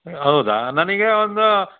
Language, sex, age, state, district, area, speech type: Kannada, male, 60+, Karnataka, Dakshina Kannada, rural, conversation